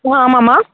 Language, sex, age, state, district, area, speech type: Tamil, female, 18-30, Tamil Nadu, Thanjavur, rural, conversation